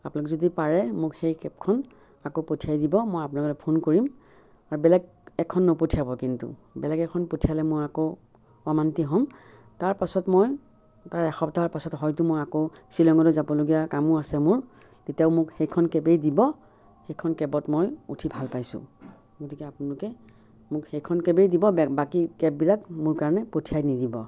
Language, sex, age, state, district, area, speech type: Assamese, female, 60+, Assam, Biswanath, rural, spontaneous